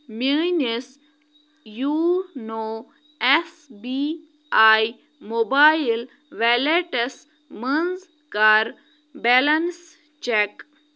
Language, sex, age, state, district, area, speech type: Kashmiri, female, 18-30, Jammu and Kashmir, Bandipora, rural, read